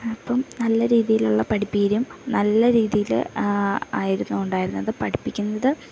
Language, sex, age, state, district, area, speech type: Malayalam, female, 18-30, Kerala, Idukki, rural, spontaneous